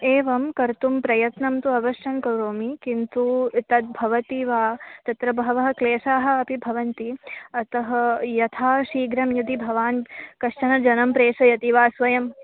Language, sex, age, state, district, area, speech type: Sanskrit, female, 18-30, Maharashtra, Mumbai Suburban, urban, conversation